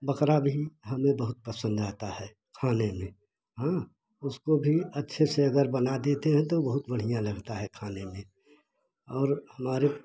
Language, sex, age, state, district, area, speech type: Hindi, male, 60+, Uttar Pradesh, Prayagraj, rural, spontaneous